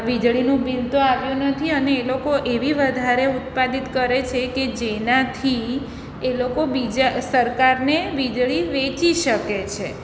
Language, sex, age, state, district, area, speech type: Gujarati, female, 45-60, Gujarat, Surat, urban, spontaneous